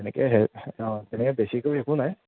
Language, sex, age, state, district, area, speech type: Assamese, male, 30-45, Assam, Dibrugarh, urban, conversation